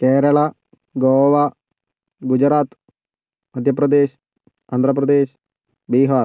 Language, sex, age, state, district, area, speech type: Malayalam, male, 60+, Kerala, Wayanad, rural, spontaneous